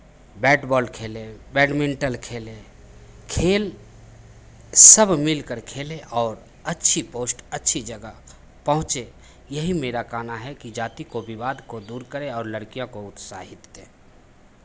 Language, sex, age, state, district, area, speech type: Hindi, male, 45-60, Bihar, Begusarai, urban, spontaneous